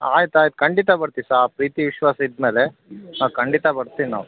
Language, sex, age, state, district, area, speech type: Kannada, male, 18-30, Karnataka, Bellary, rural, conversation